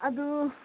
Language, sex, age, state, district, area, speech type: Manipuri, female, 18-30, Manipur, Senapati, rural, conversation